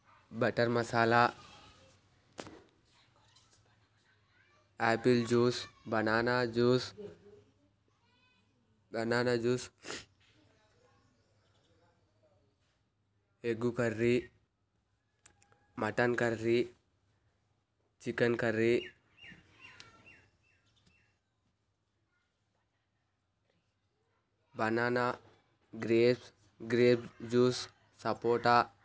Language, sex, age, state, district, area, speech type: Telugu, male, 18-30, Andhra Pradesh, Krishna, urban, spontaneous